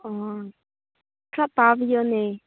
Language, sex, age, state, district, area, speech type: Manipuri, female, 18-30, Manipur, Senapati, rural, conversation